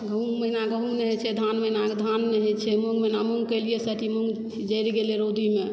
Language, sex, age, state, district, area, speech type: Maithili, female, 60+, Bihar, Supaul, urban, spontaneous